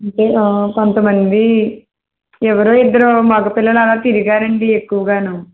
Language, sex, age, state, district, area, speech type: Telugu, female, 30-45, Andhra Pradesh, East Godavari, rural, conversation